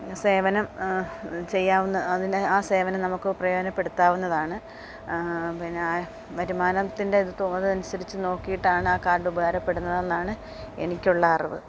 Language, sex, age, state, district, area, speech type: Malayalam, female, 45-60, Kerala, Alappuzha, rural, spontaneous